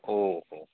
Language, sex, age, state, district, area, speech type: Gujarati, male, 18-30, Gujarat, Anand, urban, conversation